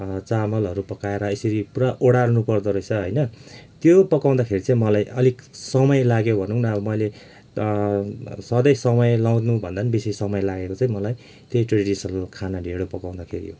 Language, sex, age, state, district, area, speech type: Nepali, male, 30-45, West Bengal, Kalimpong, rural, spontaneous